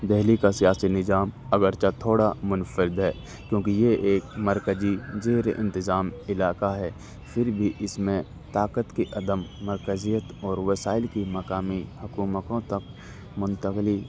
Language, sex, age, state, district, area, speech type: Urdu, male, 30-45, Delhi, North East Delhi, urban, spontaneous